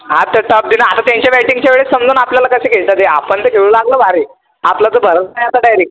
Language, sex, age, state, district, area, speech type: Marathi, male, 18-30, Maharashtra, Buldhana, urban, conversation